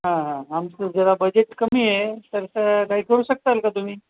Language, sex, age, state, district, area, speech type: Marathi, male, 30-45, Maharashtra, Nanded, rural, conversation